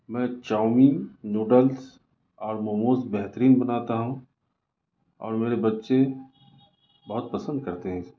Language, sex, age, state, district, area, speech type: Urdu, male, 30-45, Delhi, South Delhi, urban, spontaneous